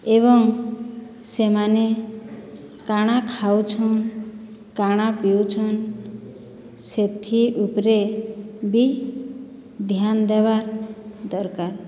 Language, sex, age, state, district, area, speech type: Odia, female, 45-60, Odisha, Boudh, rural, spontaneous